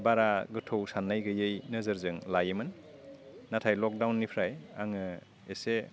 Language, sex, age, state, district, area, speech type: Bodo, male, 45-60, Assam, Udalguri, urban, spontaneous